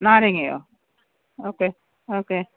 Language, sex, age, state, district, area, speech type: Malayalam, female, 60+, Kerala, Thiruvananthapuram, urban, conversation